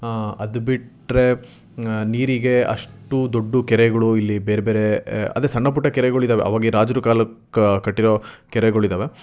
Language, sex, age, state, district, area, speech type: Kannada, male, 18-30, Karnataka, Chitradurga, rural, spontaneous